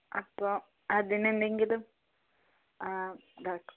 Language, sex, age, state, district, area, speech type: Malayalam, female, 18-30, Kerala, Wayanad, rural, conversation